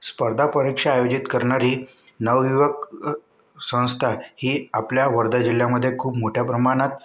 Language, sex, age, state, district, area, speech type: Marathi, male, 18-30, Maharashtra, Wardha, urban, spontaneous